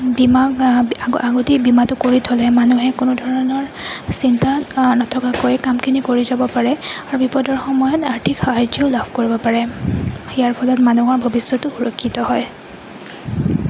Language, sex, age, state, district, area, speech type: Assamese, female, 30-45, Assam, Goalpara, urban, spontaneous